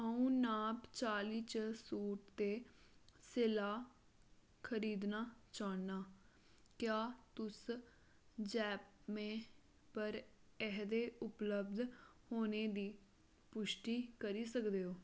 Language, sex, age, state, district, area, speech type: Dogri, female, 30-45, Jammu and Kashmir, Kathua, rural, read